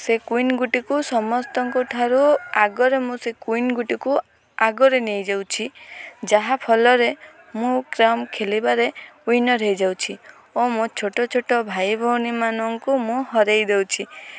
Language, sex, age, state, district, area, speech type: Odia, female, 18-30, Odisha, Malkangiri, urban, spontaneous